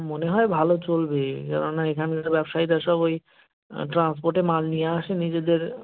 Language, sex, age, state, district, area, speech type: Bengali, male, 45-60, West Bengal, North 24 Parganas, rural, conversation